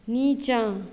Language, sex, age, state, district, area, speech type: Maithili, female, 18-30, Bihar, Madhubani, rural, read